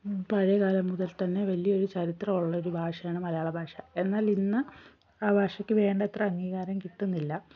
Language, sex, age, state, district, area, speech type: Malayalam, female, 18-30, Kerala, Kozhikode, rural, spontaneous